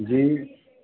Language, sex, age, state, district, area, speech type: Hindi, male, 60+, Uttar Pradesh, Mirzapur, urban, conversation